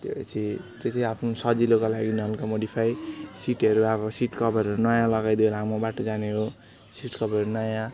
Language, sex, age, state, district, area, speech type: Nepali, male, 18-30, West Bengal, Alipurduar, urban, spontaneous